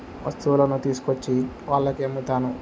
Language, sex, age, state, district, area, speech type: Telugu, male, 18-30, Andhra Pradesh, Kurnool, rural, spontaneous